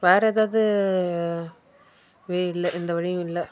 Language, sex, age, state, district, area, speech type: Tamil, female, 30-45, Tamil Nadu, Chennai, urban, spontaneous